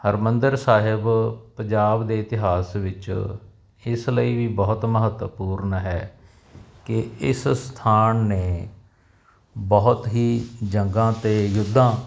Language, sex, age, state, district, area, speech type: Punjabi, male, 45-60, Punjab, Barnala, urban, spontaneous